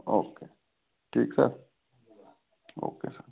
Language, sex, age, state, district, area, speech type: Hindi, male, 45-60, Rajasthan, Karauli, rural, conversation